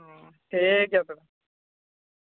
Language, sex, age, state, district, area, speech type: Santali, male, 18-30, Jharkhand, Pakur, rural, conversation